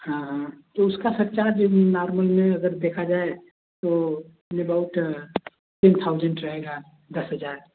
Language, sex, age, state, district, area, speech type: Hindi, male, 30-45, Uttar Pradesh, Mau, rural, conversation